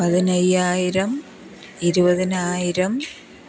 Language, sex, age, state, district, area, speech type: Malayalam, female, 45-60, Kerala, Thiruvananthapuram, rural, spontaneous